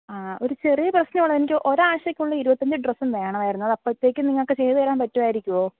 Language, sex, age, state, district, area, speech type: Malayalam, female, 18-30, Kerala, Wayanad, rural, conversation